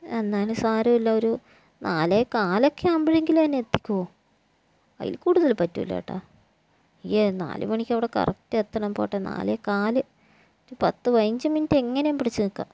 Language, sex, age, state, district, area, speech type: Malayalam, female, 30-45, Kerala, Kannur, rural, spontaneous